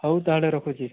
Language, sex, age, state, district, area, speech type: Odia, male, 18-30, Odisha, Boudh, rural, conversation